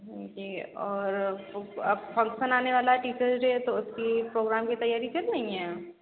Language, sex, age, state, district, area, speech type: Hindi, female, 30-45, Uttar Pradesh, Sitapur, rural, conversation